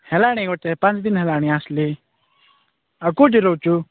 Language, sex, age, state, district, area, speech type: Odia, male, 45-60, Odisha, Nabarangpur, rural, conversation